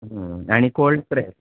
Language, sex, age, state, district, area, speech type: Goan Konkani, male, 30-45, Goa, Bardez, rural, conversation